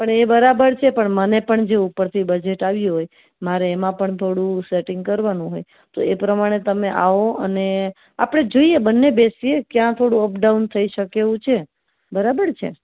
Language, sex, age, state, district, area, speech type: Gujarati, female, 30-45, Gujarat, Rajkot, urban, conversation